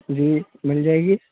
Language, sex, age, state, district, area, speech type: Hindi, male, 18-30, Rajasthan, Bharatpur, urban, conversation